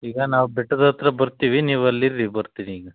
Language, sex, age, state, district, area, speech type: Kannada, male, 30-45, Karnataka, Chitradurga, rural, conversation